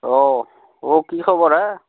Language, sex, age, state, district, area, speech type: Assamese, male, 30-45, Assam, Barpeta, rural, conversation